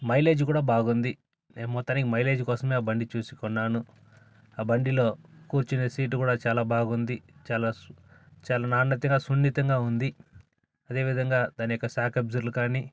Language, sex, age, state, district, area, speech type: Telugu, male, 45-60, Andhra Pradesh, Sri Balaji, urban, spontaneous